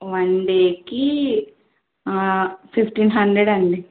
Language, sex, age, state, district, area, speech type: Telugu, female, 18-30, Telangana, Bhadradri Kothagudem, rural, conversation